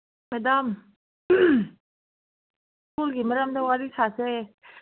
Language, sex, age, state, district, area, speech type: Manipuri, female, 18-30, Manipur, Kangpokpi, urban, conversation